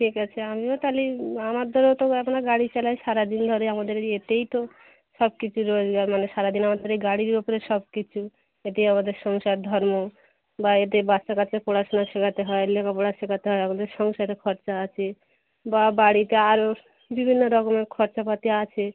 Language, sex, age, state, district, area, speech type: Bengali, female, 30-45, West Bengal, Dakshin Dinajpur, urban, conversation